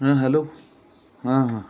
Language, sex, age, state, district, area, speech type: Marathi, male, 45-60, Maharashtra, Satara, urban, spontaneous